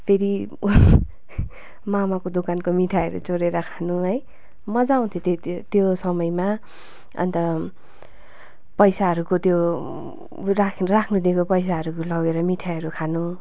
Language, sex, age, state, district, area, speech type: Nepali, female, 30-45, West Bengal, Darjeeling, rural, spontaneous